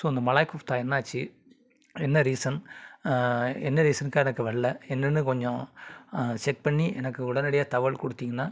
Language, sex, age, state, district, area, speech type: Tamil, male, 30-45, Tamil Nadu, Kanyakumari, urban, spontaneous